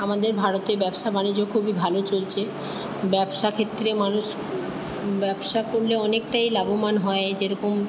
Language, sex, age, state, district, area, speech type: Bengali, female, 30-45, West Bengal, Purba Bardhaman, urban, spontaneous